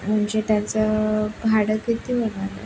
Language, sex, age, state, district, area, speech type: Marathi, female, 18-30, Maharashtra, Sindhudurg, rural, spontaneous